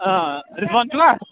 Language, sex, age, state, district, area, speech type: Kashmiri, male, 18-30, Jammu and Kashmir, Pulwama, urban, conversation